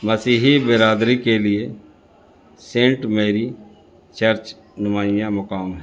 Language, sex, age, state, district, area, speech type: Urdu, male, 60+, Bihar, Gaya, urban, spontaneous